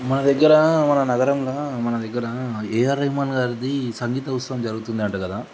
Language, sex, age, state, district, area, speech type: Telugu, male, 30-45, Telangana, Nizamabad, urban, spontaneous